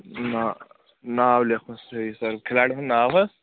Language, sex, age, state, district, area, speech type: Kashmiri, male, 18-30, Jammu and Kashmir, Kulgam, urban, conversation